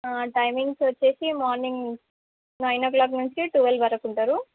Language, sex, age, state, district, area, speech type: Telugu, female, 18-30, Telangana, Medak, urban, conversation